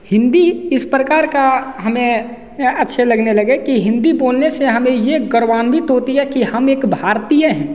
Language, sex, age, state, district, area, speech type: Hindi, male, 18-30, Bihar, Begusarai, rural, spontaneous